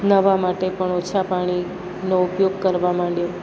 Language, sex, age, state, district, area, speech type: Gujarati, female, 60+, Gujarat, Valsad, urban, spontaneous